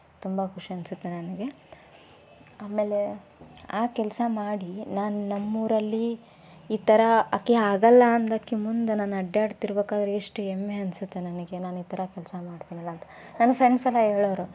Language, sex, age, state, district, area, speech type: Kannada, female, 18-30, Karnataka, Koppal, rural, spontaneous